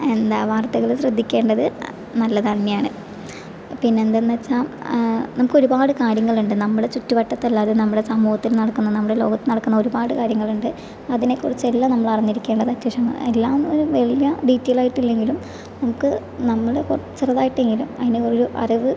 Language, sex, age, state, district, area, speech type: Malayalam, female, 18-30, Kerala, Thrissur, rural, spontaneous